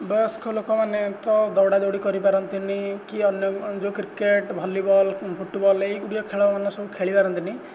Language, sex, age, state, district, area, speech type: Odia, male, 18-30, Odisha, Nayagarh, rural, spontaneous